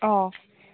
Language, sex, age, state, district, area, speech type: Assamese, female, 18-30, Assam, Nalbari, rural, conversation